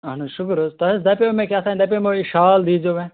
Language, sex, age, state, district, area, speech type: Kashmiri, male, 30-45, Jammu and Kashmir, Bandipora, rural, conversation